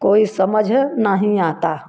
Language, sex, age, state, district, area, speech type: Hindi, female, 60+, Uttar Pradesh, Prayagraj, urban, spontaneous